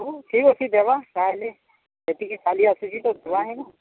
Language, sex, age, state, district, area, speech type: Odia, male, 45-60, Odisha, Nuapada, urban, conversation